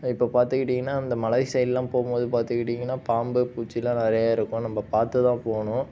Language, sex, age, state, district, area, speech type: Tamil, male, 18-30, Tamil Nadu, Nagapattinam, rural, spontaneous